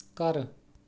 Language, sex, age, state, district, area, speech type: Punjabi, male, 30-45, Punjab, Rupnagar, rural, read